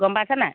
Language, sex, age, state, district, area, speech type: Assamese, female, 30-45, Assam, Lakhimpur, rural, conversation